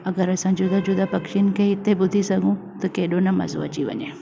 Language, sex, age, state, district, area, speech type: Sindhi, female, 45-60, Delhi, South Delhi, urban, spontaneous